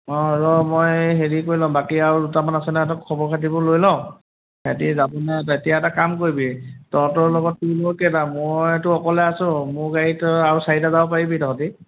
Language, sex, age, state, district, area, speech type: Assamese, male, 30-45, Assam, Golaghat, urban, conversation